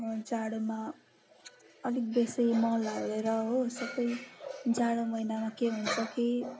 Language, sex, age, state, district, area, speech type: Nepali, female, 30-45, West Bengal, Darjeeling, rural, spontaneous